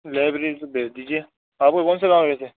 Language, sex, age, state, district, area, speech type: Hindi, male, 18-30, Rajasthan, Nagaur, urban, conversation